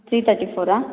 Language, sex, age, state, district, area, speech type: Kannada, female, 18-30, Karnataka, Kolar, rural, conversation